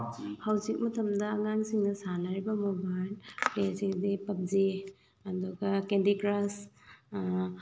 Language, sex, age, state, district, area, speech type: Manipuri, female, 30-45, Manipur, Thoubal, rural, spontaneous